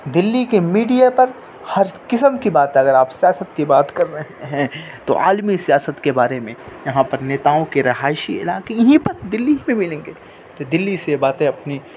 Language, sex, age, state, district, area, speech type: Urdu, male, 18-30, Delhi, North West Delhi, urban, spontaneous